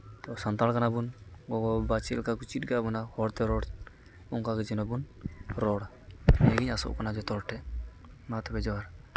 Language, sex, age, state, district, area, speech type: Santali, male, 18-30, West Bengal, Uttar Dinajpur, rural, spontaneous